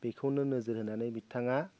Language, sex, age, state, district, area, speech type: Bodo, male, 30-45, Assam, Goalpara, rural, spontaneous